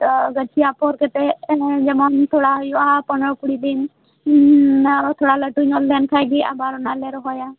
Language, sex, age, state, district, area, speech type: Santali, female, 18-30, West Bengal, Birbhum, rural, conversation